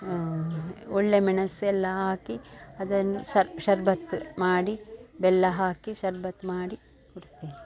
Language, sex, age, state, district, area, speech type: Kannada, female, 45-60, Karnataka, Dakshina Kannada, rural, spontaneous